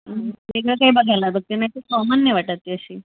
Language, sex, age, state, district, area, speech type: Marathi, female, 30-45, Maharashtra, Buldhana, urban, conversation